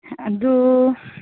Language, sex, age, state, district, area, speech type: Manipuri, female, 30-45, Manipur, Chandel, rural, conversation